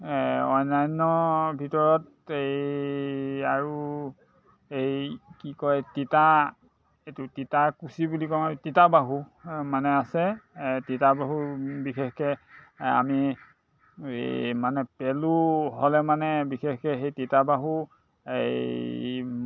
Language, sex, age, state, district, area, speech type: Assamese, male, 60+, Assam, Dhemaji, urban, spontaneous